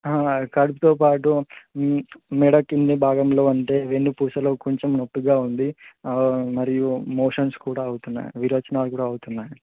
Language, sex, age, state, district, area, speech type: Telugu, male, 18-30, Andhra Pradesh, Visakhapatnam, urban, conversation